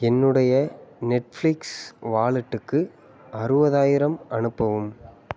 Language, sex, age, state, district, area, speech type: Tamil, male, 18-30, Tamil Nadu, Ariyalur, rural, read